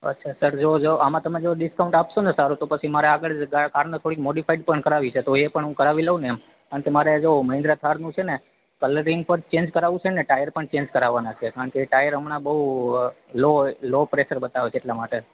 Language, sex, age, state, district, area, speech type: Gujarati, male, 18-30, Gujarat, Junagadh, rural, conversation